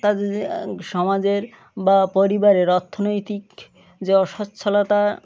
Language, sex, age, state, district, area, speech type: Bengali, male, 30-45, West Bengal, Birbhum, urban, spontaneous